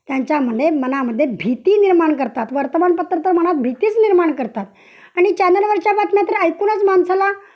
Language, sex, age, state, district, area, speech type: Marathi, female, 45-60, Maharashtra, Kolhapur, urban, spontaneous